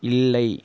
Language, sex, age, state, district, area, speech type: Tamil, male, 30-45, Tamil Nadu, Ariyalur, rural, read